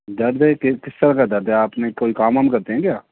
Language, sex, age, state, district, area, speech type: Urdu, male, 30-45, Delhi, East Delhi, urban, conversation